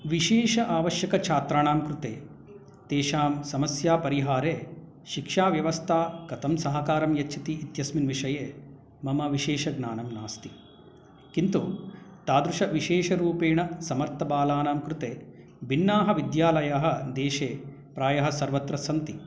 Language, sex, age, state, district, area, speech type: Sanskrit, male, 45-60, Karnataka, Bangalore Urban, urban, spontaneous